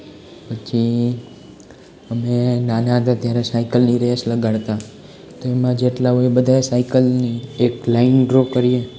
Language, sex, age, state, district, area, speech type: Gujarati, male, 18-30, Gujarat, Amreli, rural, spontaneous